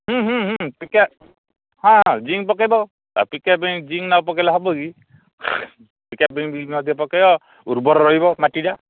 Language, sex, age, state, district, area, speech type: Odia, male, 45-60, Odisha, Koraput, rural, conversation